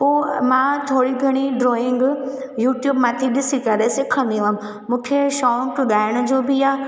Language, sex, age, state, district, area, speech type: Sindhi, female, 18-30, Gujarat, Junagadh, urban, spontaneous